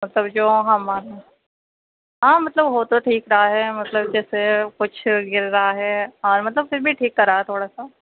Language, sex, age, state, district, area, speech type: Urdu, female, 45-60, Delhi, Central Delhi, rural, conversation